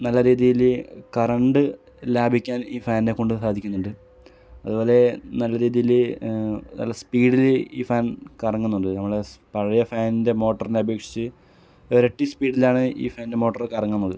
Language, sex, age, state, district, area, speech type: Malayalam, male, 30-45, Kerala, Palakkad, rural, spontaneous